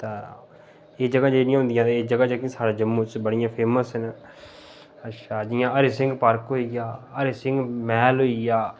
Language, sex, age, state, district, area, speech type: Dogri, male, 30-45, Jammu and Kashmir, Udhampur, rural, spontaneous